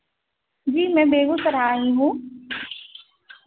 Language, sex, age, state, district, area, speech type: Hindi, female, 30-45, Bihar, Begusarai, rural, conversation